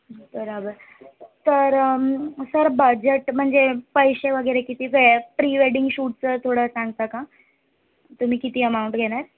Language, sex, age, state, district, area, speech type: Marathi, female, 18-30, Maharashtra, Nagpur, urban, conversation